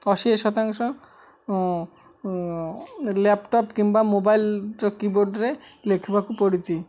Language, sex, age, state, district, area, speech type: Odia, male, 45-60, Odisha, Malkangiri, urban, spontaneous